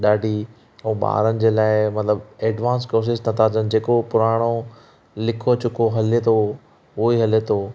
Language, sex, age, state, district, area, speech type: Sindhi, male, 30-45, Maharashtra, Thane, urban, spontaneous